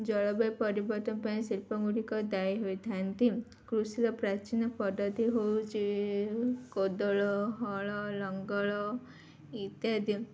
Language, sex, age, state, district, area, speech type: Odia, female, 18-30, Odisha, Ganjam, urban, spontaneous